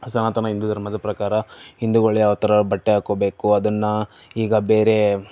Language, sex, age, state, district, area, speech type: Kannada, male, 18-30, Karnataka, Davanagere, rural, spontaneous